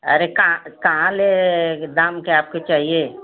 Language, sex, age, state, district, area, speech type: Hindi, female, 60+, Uttar Pradesh, Mau, urban, conversation